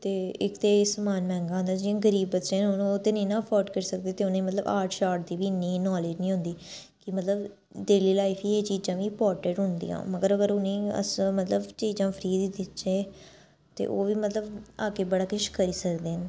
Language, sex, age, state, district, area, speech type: Dogri, female, 30-45, Jammu and Kashmir, Reasi, urban, spontaneous